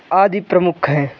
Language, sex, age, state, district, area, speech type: Hindi, male, 18-30, Madhya Pradesh, Jabalpur, urban, spontaneous